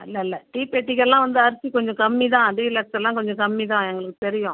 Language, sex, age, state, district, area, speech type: Tamil, female, 45-60, Tamil Nadu, Viluppuram, rural, conversation